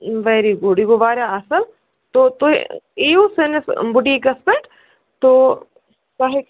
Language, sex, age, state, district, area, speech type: Kashmiri, female, 30-45, Jammu and Kashmir, Ganderbal, rural, conversation